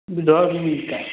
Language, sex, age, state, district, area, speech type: Hindi, male, 30-45, Uttar Pradesh, Varanasi, urban, conversation